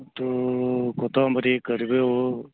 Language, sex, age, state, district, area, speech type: Kannada, male, 45-60, Karnataka, Bagalkot, rural, conversation